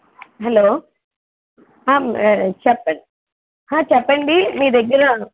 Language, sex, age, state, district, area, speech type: Telugu, female, 45-60, Telangana, Mancherial, rural, conversation